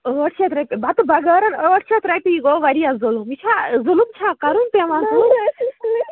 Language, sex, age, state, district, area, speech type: Kashmiri, female, 30-45, Jammu and Kashmir, Anantnag, rural, conversation